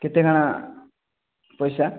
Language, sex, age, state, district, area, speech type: Odia, male, 18-30, Odisha, Subarnapur, urban, conversation